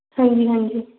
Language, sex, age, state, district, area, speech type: Dogri, female, 18-30, Jammu and Kashmir, Samba, urban, conversation